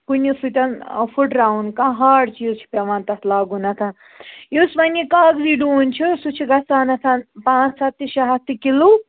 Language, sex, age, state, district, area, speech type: Kashmiri, male, 18-30, Jammu and Kashmir, Budgam, rural, conversation